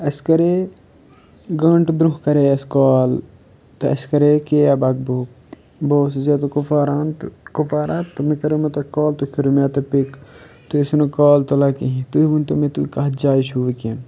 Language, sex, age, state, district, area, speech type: Kashmiri, male, 18-30, Jammu and Kashmir, Kupwara, urban, spontaneous